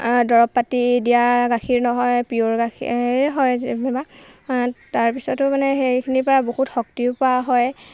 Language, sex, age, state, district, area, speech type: Assamese, female, 18-30, Assam, Golaghat, urban, spontaneous